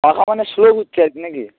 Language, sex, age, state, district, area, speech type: Bengali, male, 18-30, West Bengal, Jalpaiguri, rural, conversation